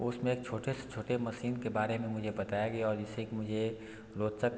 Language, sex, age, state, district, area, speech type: Hindi, male, 30-45, Bihar, Darbhanga, rural, spontaneous